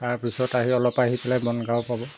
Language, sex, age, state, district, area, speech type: Assamese, male, 45-60, Assam, Jorhat, urban, spontaneous